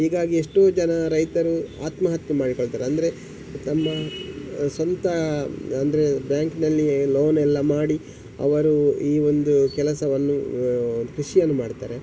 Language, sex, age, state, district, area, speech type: Kannada, male, 45-60, Karnataka, Udupi, rural, spontaneous